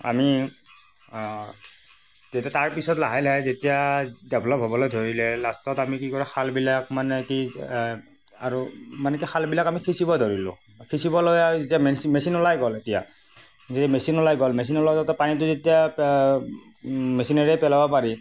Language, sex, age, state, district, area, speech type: Assamese, male, 45-60, Assam, Darrang, rural, spontaneous